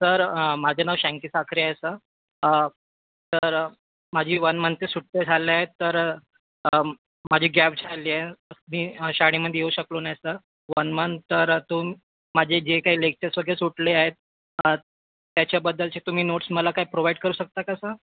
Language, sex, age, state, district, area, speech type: Marathi, female, 18-30, Maharashtra, Nagpur, urban, conversation